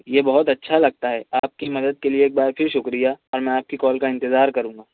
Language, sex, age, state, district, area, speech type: Urdu, male, 18-30, Maharashtra, Nashik, urban, conversation